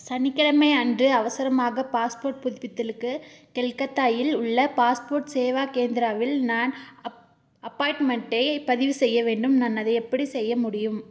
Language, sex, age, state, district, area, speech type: Tamil, female, 18-30, Tamil Nadu, Nilgiris, urban, read